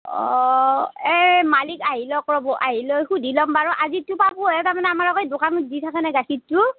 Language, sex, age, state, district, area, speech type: Assamese, female, 30-45, Assam, Darrang, rural, conversation